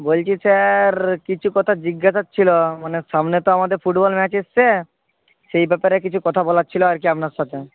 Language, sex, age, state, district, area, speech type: Bengali, male, 18-30, West Bengal, Nadia, rural, conversation